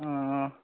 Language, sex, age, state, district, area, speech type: Assamese, male, 30-45, Assam, Dhemaji, urban, conversation